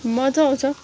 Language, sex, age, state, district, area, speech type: Nepali, female, 18-30, West Bengal, Kalimpong, rural, spontaneous